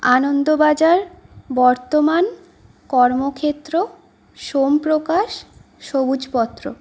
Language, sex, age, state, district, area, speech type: Bengali, female, 18-30, West Bengal, North 24 Parganas, urban, spontaneous